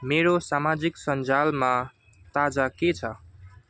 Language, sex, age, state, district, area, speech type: Nepali, male, 18-30, West Bengal, Kalimpong, rural, read